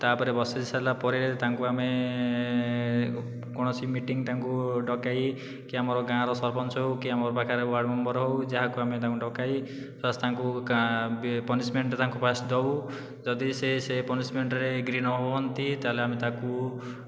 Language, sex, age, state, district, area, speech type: Odia, male, 18-30, Odisha, Khordha, rural, spontaneous